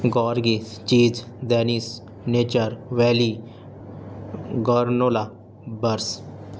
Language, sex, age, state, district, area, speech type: Urdu, male, 30-45, Delhi, North East Delhi, urban, spontaneous